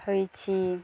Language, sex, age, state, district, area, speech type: Odia, female, 18-30, Odisha, Nuapada, urban, spontaneous